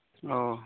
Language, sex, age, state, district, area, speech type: Santali, male, 30-45, West Bengal, Birbhum, rural, conversation